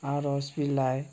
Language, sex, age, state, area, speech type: Bodo, male, 18-30, Assam, urban, spontaneous